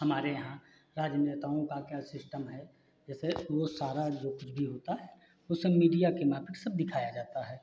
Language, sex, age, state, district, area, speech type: Hindi, male, 45-60, Uttar Pradesh, Hardoi, rural, spontaneous